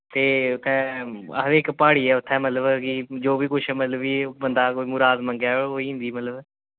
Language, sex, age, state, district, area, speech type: Dogri, male, 30-45, Jammu and Kashmir, Samba, rural, conversation